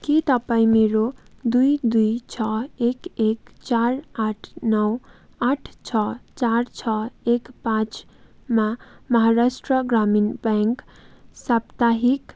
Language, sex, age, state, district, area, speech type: Nepali, female, 18-30, West Bengal, Darjeeling, rural, read